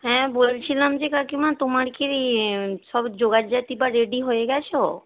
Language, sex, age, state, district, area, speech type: Bengali, female, 45-60, West Bengal, Hooghly, rural, conversation